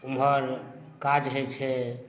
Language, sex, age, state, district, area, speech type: Maithili, male, 60+, Bihar, Araria, rural, spontaneous